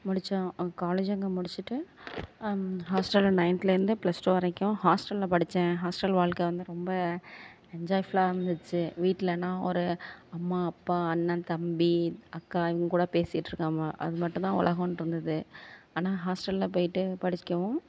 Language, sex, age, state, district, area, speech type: Tamil, female, 45-60, Tamil Nadu, Thanjavur, rural, spontaneous